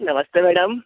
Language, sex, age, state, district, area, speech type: Hindi, male, 45-60, Madhya Pradesh, Bhopal, urban, conversation